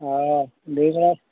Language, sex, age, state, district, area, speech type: Assamese, male, 30-45, Assam, Golaghat, urban, conversation